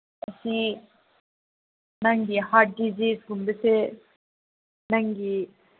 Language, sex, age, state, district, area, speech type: Manipuri, female, 18-30, Manipur, Senapati, urban, conversation